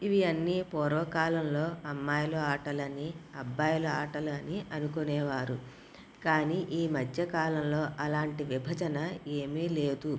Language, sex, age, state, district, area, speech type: Telugu, female, 30-45, Andhra Pradesh, Konaseema, rural, spontaneous